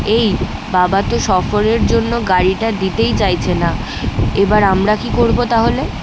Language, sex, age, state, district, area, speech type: Bengali, female, 18-30, West Bengal, Kolkata, urban, read